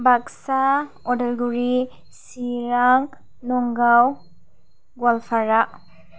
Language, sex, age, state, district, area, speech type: Bodo, female, 45-60, Assam, Chirang, rural, spontaneous